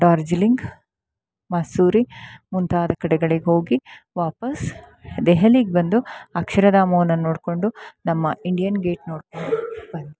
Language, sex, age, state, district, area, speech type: Kannada, female, 45-60, Karnataka, Chikkamagaluru, rural, spontaneous